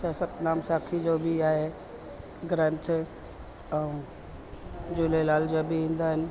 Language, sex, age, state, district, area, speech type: Sindhi, female, 45-60, Delhi, South Delhi, urban, spontaneous